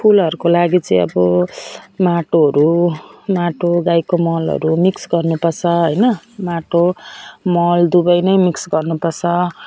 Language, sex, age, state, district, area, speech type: Nepali, female, 45-60, West Bengal, Jalpaiguri, urban, spontaneous